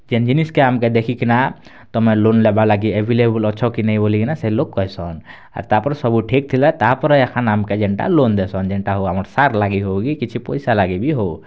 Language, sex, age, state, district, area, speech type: Odia, male, 18-30, Odisha, Kalahandi, rural, spontaneous